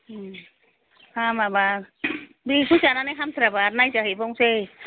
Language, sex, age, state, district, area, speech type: Bodo, female, 60+, Assam, Kokrajhar, rural, conversation